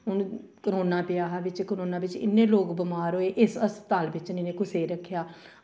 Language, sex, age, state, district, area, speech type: Dogri, female, 45-60, Jammu and Kashmir, Samba, rural, spontaneous